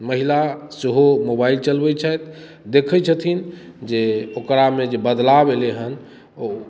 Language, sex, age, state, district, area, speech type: Maithili, male, 30-45, Bihar, Madhubani, rural, spontaneous